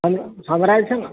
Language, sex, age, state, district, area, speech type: Maithili, male, 30-45, Bihar, Purnia, urban, conversation